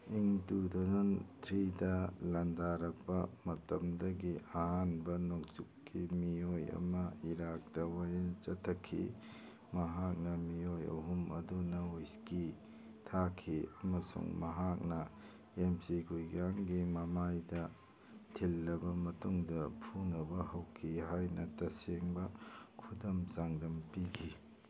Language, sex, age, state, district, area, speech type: Manipuri, male, 45-60, Manipur, Churachandpur, urban, read